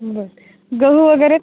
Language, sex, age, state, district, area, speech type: Marathi, female, 30-45, Maharashtra, Akola, rural, conversation